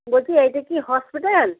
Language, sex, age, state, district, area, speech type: Bengali, female, 60+, West Bengal, Cooch Behar, rural, conversation